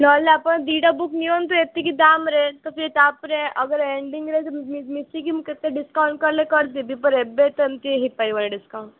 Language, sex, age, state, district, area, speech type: Odia, female, 18-30, Odisha, Sundergarh, urban, conversation